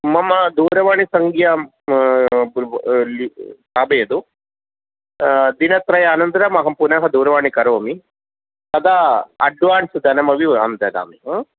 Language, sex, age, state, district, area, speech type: Sanskrit, male, 45-60, Kerala, Thrissur, urban, conversation